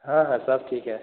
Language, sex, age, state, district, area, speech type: Hindi, male, 18-30, Bihar, Vaishali, rural, conversation